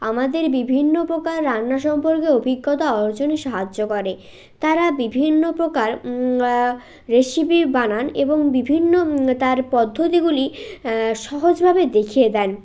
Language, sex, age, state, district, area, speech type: Bengali, male, 18-30, West Bengal, Jalpaiguri, rural, spontaneous